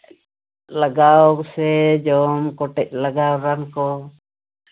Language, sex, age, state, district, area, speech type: Santali, female, 60+, West Bengal, Paschim Bardhaman, urban, conversation